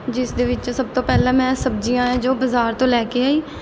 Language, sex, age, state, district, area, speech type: Punjabi, female, 18-30, Punjab, Mohali, urban, spontaneous